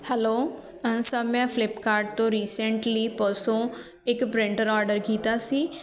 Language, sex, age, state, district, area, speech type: Punjabi, female, 18-30, Punjab, Fatehgarh Sahib, rural, spontaneous